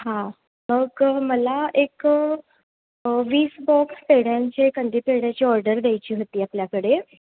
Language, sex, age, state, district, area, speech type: Marathi, female, 18-30, Maharashtra, Kolhapur, urban, conversation